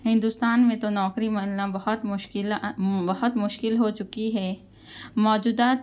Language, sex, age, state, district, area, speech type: Urdu, female, 30-45, Telangana, Hyderabad, urban, spontaneous